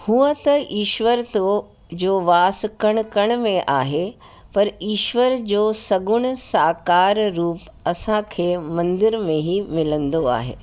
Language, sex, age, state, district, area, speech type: Sindhi, female, 45-60, Delhi, South Delhi, urban, spontaneous